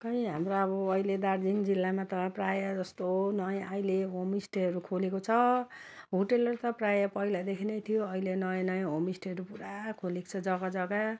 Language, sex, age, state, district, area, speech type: Nepali, female, 60+, West Bengal, Darjeeling, rural, spontaneous